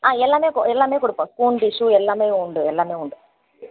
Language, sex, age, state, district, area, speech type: Tamil, female, 30-45, Tamil Nadu, Chennai, urban, conversation